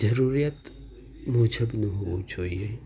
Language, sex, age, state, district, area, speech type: Gujarati, male, 45-60, Gujarat, Junagadh, rural, spontaneous